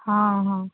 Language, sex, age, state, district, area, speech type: Odia, female, 45-60, Odisha, Kandhamal, rural, conversation